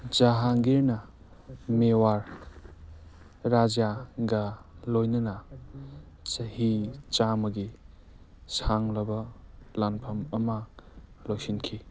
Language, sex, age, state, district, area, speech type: Manipuri, male, 18-30, Manipur, Kangpokpi, urban, read